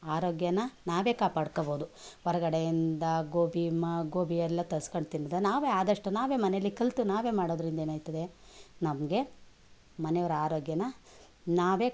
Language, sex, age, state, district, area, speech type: Kannada, female, 45-60, Karnataka, Mandya, urban, spontaneous